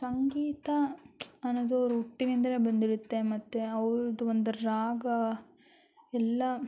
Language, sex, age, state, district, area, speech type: Kannada, female, 18-30, Karnataka, Tumkur, urban, spontaneous